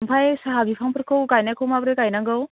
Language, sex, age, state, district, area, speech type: Bodo, female, 30-45, Assam, Chirang, rural, conversation